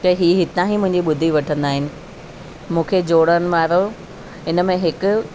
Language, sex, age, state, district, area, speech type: Sindhi, female, 45-60, Delhi, South Delhi, rural, spontaneous